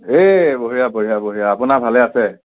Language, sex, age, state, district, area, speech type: Assamese, male, 30-45, Assam, Nagaon, rural, conversation